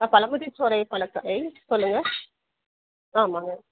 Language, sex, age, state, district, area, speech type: Tamil, female, 30-45, Tamil Nadu, Salem, rural, conversation